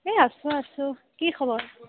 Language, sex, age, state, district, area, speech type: Assamese, female, 18-30, Assam, Sivasagar, rural, conversation